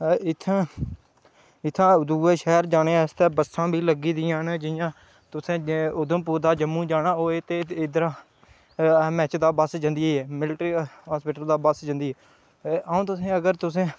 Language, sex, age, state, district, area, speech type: Dogri, male, 18-30, Jammu and Kashmir, Udhampur, rural, spontaneous